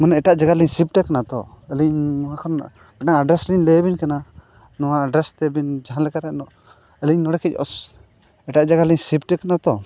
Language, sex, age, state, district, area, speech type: Santali, male, 45-60, Odisha, Mayurbhanj, rural, spontaneous